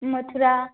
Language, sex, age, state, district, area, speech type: Odia, female, 18-30, Odisha, Malkangiri, rural, conversation